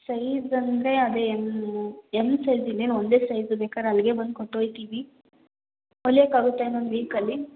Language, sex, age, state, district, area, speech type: Kannada, female, 18-30, Karnataka, Hassan, rural, conversation